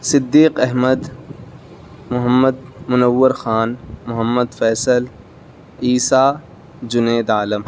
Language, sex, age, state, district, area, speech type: Urdu, male, 18-30, Uttar Pradesh, Saharanpur, urban, spontaneous